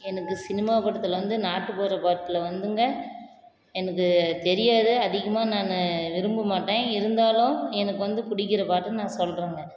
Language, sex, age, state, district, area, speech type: Tamil, female, 30-45, Tamil Nadu, Salem, rural, spontaneous